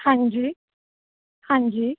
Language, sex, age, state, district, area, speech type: Punjabi, female, 18-30, Punjab, Fazilka, rural, conversation